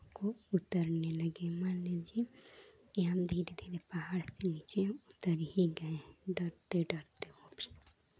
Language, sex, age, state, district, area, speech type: Hindi, female, 18-30, Uttar Pradesh, Chandauli, urban, spontaneous